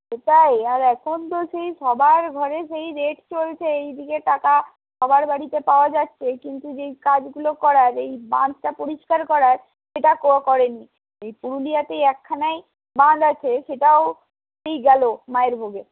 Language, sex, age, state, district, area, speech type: Bengali, female, 45-60, West Bengal, Purulia, urban, conversation